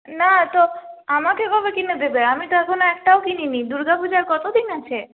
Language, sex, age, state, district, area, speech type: Bengali, female, 18-30, West Bengal, Purulia, urban, conversation